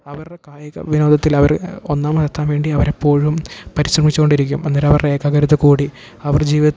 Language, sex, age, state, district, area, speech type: Malayalam, male, 18-30, Kerala, Idukki, rural, spontaneous